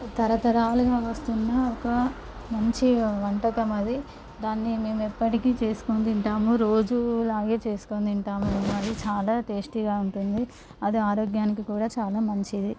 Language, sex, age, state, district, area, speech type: Telugu, female, 18-30, Andhra Pradesh, Visakhapatnam, urban, spontaneous